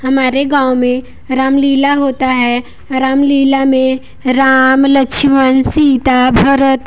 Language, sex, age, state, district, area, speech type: Hindi, female, 18-30, Uttar Pradesh, Mirzapur, rural, spontaneous